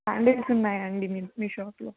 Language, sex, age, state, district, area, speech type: Telugu, female, 18-30, Telangana, Adilabad, urban, conversation